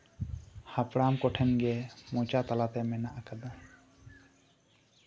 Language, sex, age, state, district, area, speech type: Santali, male, 18-30, West Bengal, Bankura, rural, spontaneous